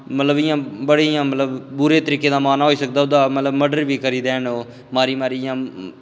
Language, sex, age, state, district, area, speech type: Dogri, male, 18-30, Jammu and Kashmir, Kathua, rural, spontaneous